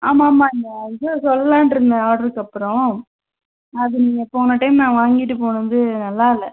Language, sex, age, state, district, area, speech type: Tamil, female, 30-45, Tamil Nadu, Pudukkottai, rural, conversation